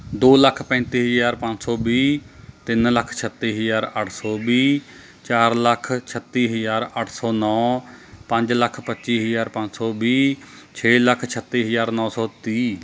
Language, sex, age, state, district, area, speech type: Punjabi, male, 30-45, Punjab, Mohali, rural, spontaneous